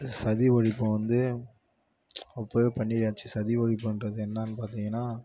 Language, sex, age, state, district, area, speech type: Tamil, male, 18-30, Tamil Nadu, Kallakurichi, rural, spontaneous